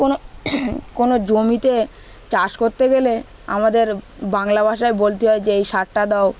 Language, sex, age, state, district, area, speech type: Bengali, male, 18-30, West Bengal, Dakshin Dinajpur, urban, spontaneous